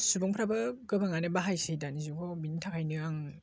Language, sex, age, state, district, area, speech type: Bodo, male, 18-30, Assam, Baksa, rural, spontaneous